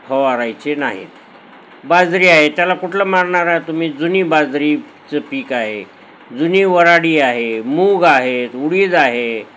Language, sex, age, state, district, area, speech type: Marathi, male, 60+, Maharashtra, Nanded, urban, spontaneous